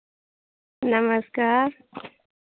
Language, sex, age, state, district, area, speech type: Hindi, female, 45-60, Uttar Pradesh, Hardoi, rural, conversation